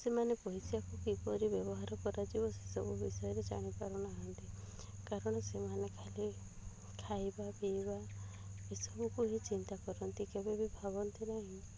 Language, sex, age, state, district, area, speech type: Odia, female, 30-45, Odisha, Rayagada, rural, spontaneous